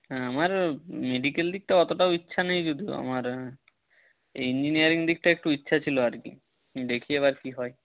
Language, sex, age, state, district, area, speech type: Bengali, male, 18-30, West Bengal, Jalpaiguri, rural, conversation